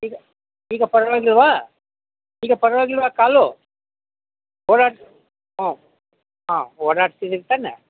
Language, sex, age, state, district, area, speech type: Kannada, male, 60+, Karnataka, Mysore, rural, conversation